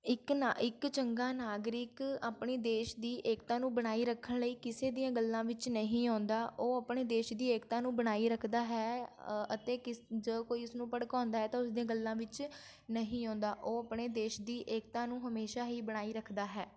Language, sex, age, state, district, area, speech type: Punjabi, female, 18-30, Punjab, Shaheed Bhagat Singh Nagar, rural, spontaneous